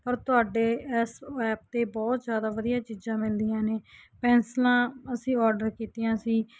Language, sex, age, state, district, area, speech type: Punjabi, female, 30-45, Punjab, Mansa, urban, spontaneous